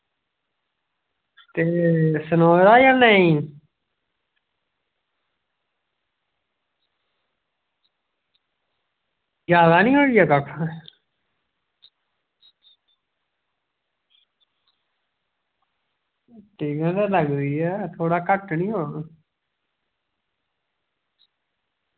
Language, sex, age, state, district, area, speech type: Dogri, male, 18-30, Jammu and Kashmir, Jammu, rural, conversation